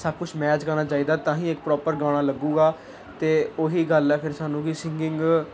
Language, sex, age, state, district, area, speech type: Punjabi, male, 18-30, Punjab, Gurdaspur, urban, spontaneous